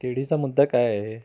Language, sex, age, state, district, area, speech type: Marathi, male, 45-60, Maharashtra, Amravati, urban, read